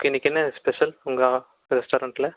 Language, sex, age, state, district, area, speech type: Tamil, male, 30-45, Tamil Nadu, Erode, rural, conversation